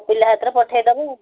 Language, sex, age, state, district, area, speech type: Odia, female, 60+, Odisha, Gajapati, rural, conversation